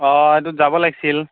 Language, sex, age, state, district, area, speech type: Assamese, male, 18-30, Assam, Barpeta, rural, conversation